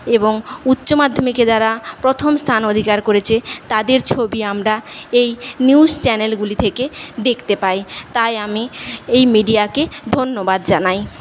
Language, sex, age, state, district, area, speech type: Bengali, female, 45-60, West Bengal, Paschim Medinipur, rural, spontaneous